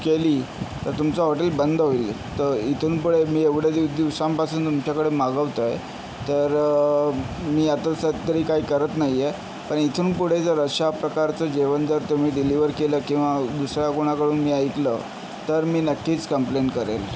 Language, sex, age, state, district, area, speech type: Marathi, male, 60+, Maharashtra, Yavatmal, urban, spontaneous